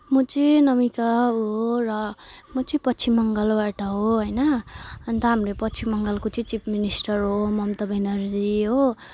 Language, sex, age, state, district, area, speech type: Nepali, female, 18-30, West Bengal, Alipurduar, urban, spontaneous